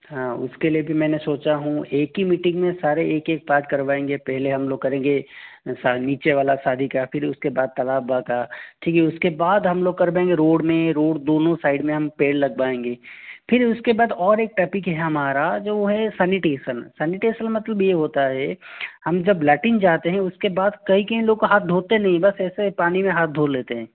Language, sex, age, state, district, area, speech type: Hindi, male, 18-30, Rajasthan, Jaipur, urban, conversation